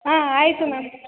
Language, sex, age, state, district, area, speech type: Kannada, female, 18-30, Karnataka, Bellary, rural, conversation